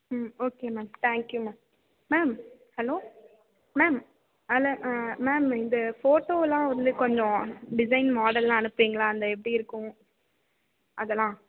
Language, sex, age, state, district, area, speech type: Tamil, female, 30-45, Tamil Nadu, Thanjavur, urban, conversation